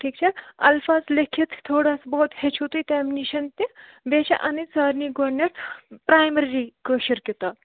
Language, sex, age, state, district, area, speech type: Kashmiri, female, 30-45, Jammu and Kashmir, Bandipora, rural, conversation